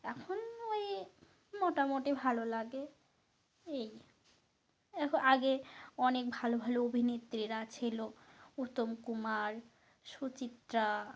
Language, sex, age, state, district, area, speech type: Bengali, female, 45-60, West Bengal, North 24 Parganas, rural, spontaneous